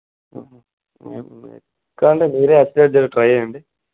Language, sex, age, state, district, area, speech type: Telugu, male, 18-30, Telangana, Vikarabad, rural, conversation